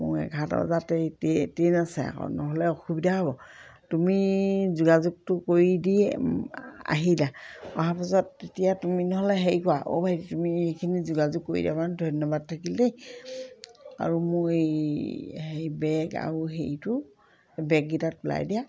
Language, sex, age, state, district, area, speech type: Assamese, female, 60+, Assam, Dhemaji, rural, spontaneous